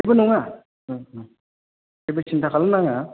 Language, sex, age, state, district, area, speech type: Bodo, male, 30-45, Assam, Chirang, urban, conversation